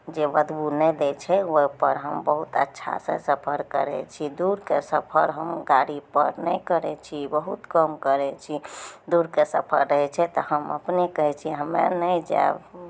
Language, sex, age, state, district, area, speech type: Maithili, female, 30-45, Bihar, Araria, rural, spontaneous